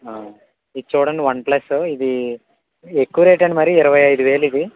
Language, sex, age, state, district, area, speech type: Telugu, male, 30-45, Andhra Pradesh, Kakinada, rural, conversation